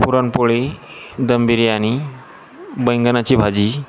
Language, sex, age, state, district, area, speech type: Marathi, male, 45-60, Maharashtra, Jalna, urban, spontaneous